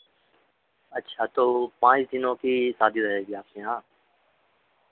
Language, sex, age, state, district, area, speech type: Hindi, male, 30-45, Madhya Pradesh, Harda, urban, conversation